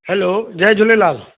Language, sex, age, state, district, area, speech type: Sindhi, male, 45-60, Delhi, South Delhi, urban, conversation